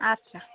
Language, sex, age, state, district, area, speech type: Bengali, female, 30-45, West Bengal, Darjeeling, urban, conversation